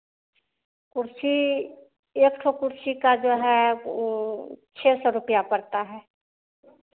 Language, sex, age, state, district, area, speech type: Hindi, female, 45-60, Bihar, Madhepura, rural, conversation